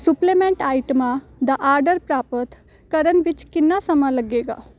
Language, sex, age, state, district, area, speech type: Punjabi, female, 18-30, Punjab, Hoshiarpur, urban, read